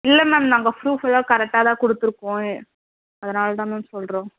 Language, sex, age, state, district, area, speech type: Tamil, female, 18-30, Tamil Nadu, Tirupattur, rural, conversation